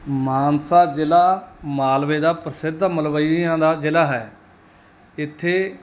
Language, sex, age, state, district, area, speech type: Punjabi, male, 30-45, Punjab, Mansa, urban, spontaneous